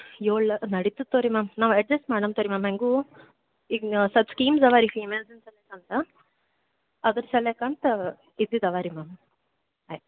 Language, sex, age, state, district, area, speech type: Kannada, female, 18-30, Karnataka, Gulbarga, urban, conversation